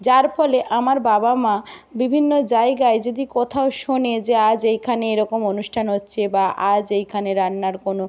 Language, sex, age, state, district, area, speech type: Bengali, female, 18-30, West Bengal, Jhargram, rural, spontaneous